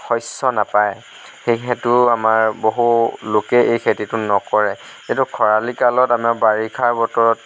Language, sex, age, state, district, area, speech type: Assamese, male, 30-45, Assam, Lakhimpur, rural, spontaneous